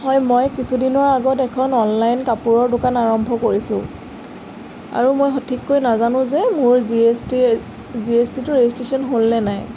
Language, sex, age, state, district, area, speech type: Assamese, female, 18-30, Assam, Dhemaji, rural, spontaneous